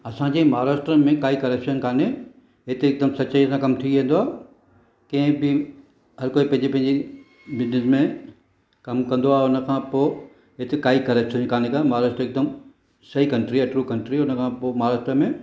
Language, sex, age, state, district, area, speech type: Sindhi, male, 45-60, Maharashtra, Thane, urban, spontaneous